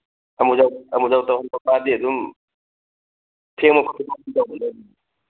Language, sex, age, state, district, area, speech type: Manipuri, male, 30-45, Manipur, Thoubal, rural, conversation